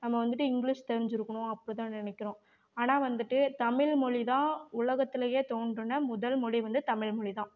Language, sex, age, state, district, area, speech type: Tamil, female, 18-30, Tamil Nadu, Namakkal, urban, spontaneous